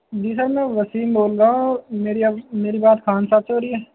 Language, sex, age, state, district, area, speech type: Urdu, male, 18-30, Delhi, North West Delhi, urban, conversation